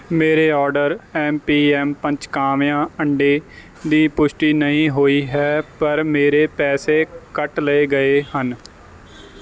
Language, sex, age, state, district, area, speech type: Punjabi, male, 18-30, Punjab, Kapurthala, rural, read